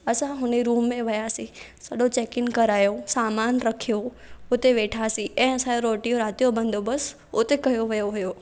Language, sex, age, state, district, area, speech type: Sindhi, female, 18-30, Maharashtra, Thane, urban, spontaneous